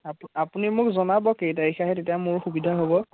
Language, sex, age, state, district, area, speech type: Assamese, male, 18-30, Assam, Biswanath, rural, conversation